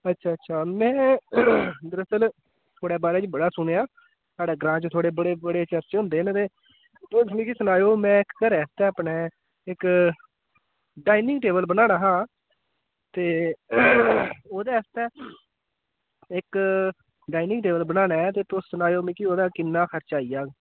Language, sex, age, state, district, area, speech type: Dogri, male, 18-30, Jammu and Kashmir, Udhampur, rural, conversation